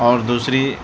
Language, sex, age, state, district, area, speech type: Urdu, male, 30-45, Delhi, South Delhi, rural, spontaneous